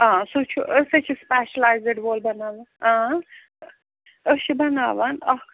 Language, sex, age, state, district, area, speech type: Kashmiri, female, 60+, Jammu and Kashmir, Srinagar, urban, conversation